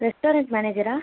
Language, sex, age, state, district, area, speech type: Tamil, male, 18-30, Tamil Nadu, Sivaganga, rural, conversation